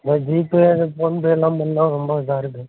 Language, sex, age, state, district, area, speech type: Tamil, male, 45-60, Tamil Nadu, Madurai, urban, conversation